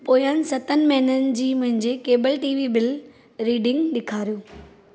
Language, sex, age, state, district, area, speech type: Sindhi, female, 30-45, Maharashtra, Thane, urban, read